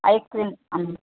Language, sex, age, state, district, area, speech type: Tamil, male, 30-45, Tamil Nadu, Tenkasi, rural, conversation